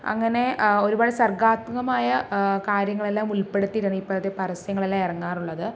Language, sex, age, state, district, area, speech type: Malayalam, female, 18-30, Kerala, Palakkad, rural, spontaneous